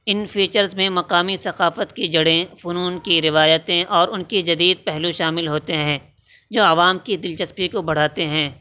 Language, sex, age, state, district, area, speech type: Urdu, male, 18-30, Uttar Pradesh, Saharanpur, urban, spontaneous